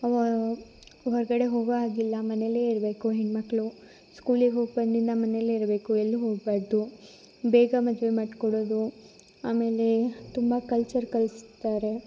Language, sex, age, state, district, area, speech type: Kannada, female, 18-30, Karnataka, Chikkamagaluru, rural, spontaneous